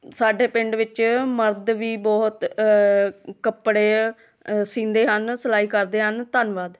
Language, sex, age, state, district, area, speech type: Punjabi, female, 30-45, Punjab, Hoshiarpur, rural, spontaneous